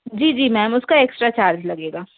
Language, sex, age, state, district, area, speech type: Hindi, female, 30-45, Madhya Pradesh, Bhopal, urban, conversation